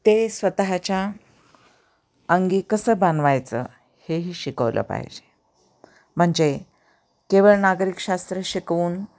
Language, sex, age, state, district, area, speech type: Marathi, female, 45-60, Maharashtra, Osmanabad, rural, spontaneous